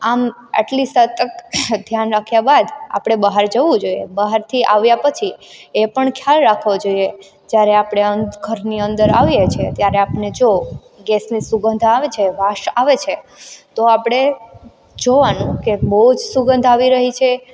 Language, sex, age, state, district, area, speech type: Gujarati, female, 18-30, Gujarat, Amreli, rural, spontaneous